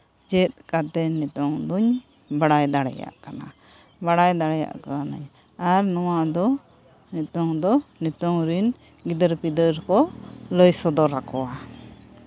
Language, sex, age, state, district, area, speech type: Santali, female, 45-60, Jharkhand, Seraikela Kharsawan, rural, spontaneous